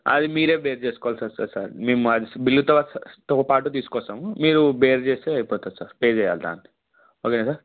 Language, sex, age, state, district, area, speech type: Telugu, male, 30-45, Telangana, Ranga Reddy, urban, conversation